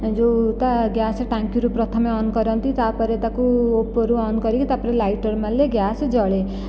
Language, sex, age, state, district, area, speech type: Odia, female, 18-30, Odisha, Jajpur, rural, spontaneous